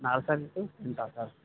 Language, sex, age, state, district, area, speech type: Telugu, male, 30-45, Andhra Pradesh, Visakhapatnam, rural, conversation